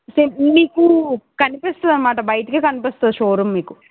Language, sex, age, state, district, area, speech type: Telugu, female, 30-45, Andhra Pradesh, Eluru, rural, conversation